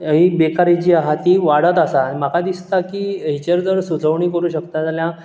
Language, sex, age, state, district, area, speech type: Goan Konkani, male, 18-30, Goa, Bardez, urban, spontaneous